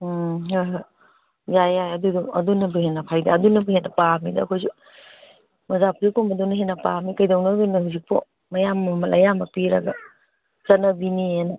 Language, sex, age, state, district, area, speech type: Manipuri, female, 60+, Manipur, Kangpokpi, urban, conversation